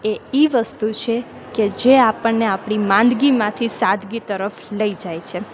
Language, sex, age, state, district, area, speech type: Gujarati, female, 18-30, Gujarat, Junagadh, urban, spontaneous